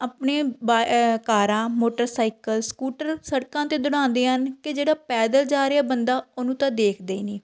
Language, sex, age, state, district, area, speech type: Punjabi, female, 18-30, Punjab, Shaheed Bhagat Singh Nagar, rural, spontaneous